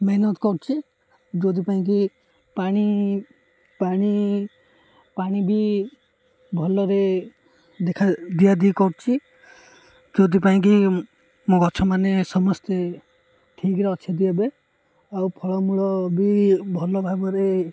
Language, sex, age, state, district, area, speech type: Odia, male, 18-30, Odisha, Ganjam, urban, spontaneous